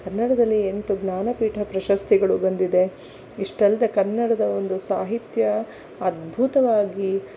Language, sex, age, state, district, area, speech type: Kannada, female, 30-45, Karnataka, Kolar, urban, spontaneous